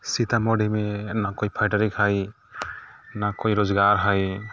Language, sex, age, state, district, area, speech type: Maithili, male, 30-45, Bihar, Sitamarhi, urban, spontaneous